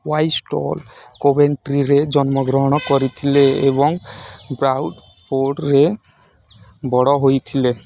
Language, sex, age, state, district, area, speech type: Odia, male, 18-30, Odisha, Nuapada, rural, read